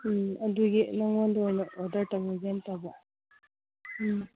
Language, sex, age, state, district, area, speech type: Manipuri, female, 18-30, Manipur, Kangpokpi, urban, conversation